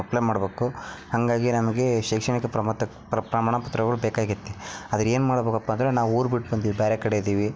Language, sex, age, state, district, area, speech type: Kannada, male, 18-30, Karnataka, Dharwad, urban, spontaneous